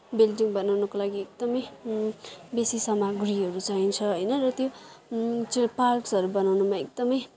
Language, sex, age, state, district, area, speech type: Nepali, female, 18-30, West Bengal, Kalimpong, rural, spontaneous